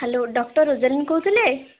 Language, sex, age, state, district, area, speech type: Odia, female, 18-30, Odisha, Bhadrak, rural, conversation